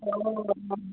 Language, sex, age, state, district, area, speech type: Assamese, female, 30-45, Assam, Golaghat, rural, conversation